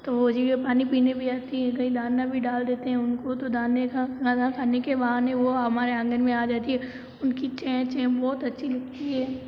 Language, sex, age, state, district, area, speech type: Hindi, female, 30-45, Rajasthan, Jodhpur, urban, spontaneous